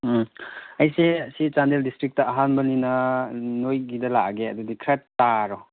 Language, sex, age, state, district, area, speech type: Manipuri, male, 30-45, Manipur, Chandel, rural, conversation